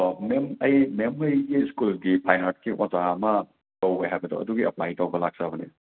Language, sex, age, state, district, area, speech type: Manipuri, male, 18-30, Manipur, Imphal West, rural, conversation